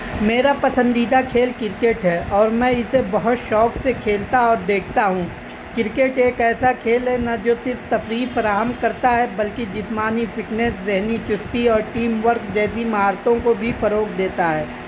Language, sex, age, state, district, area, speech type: Urdu, male, 18-30, Uttar Pradesh, Azamgarh, rural, spontaneous